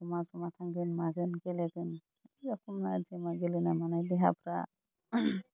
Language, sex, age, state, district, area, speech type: Bodo, female, 45-60, Assam, Udalguri, rural, spontaneous